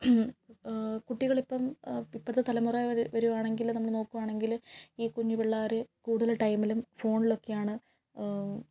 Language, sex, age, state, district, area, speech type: Malayalam, female, 18-30, Kerala, Kottayam, rural, spontaneous